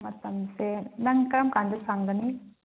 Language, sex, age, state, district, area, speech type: Manipuri, female, 30-45, Manipur, Chandel, rural, conversation